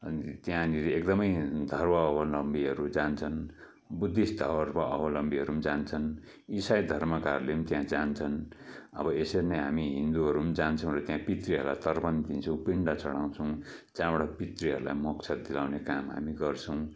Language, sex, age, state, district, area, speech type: Nepali, male, 45-60, West Bengal, Kalimpong, rural, spontaneous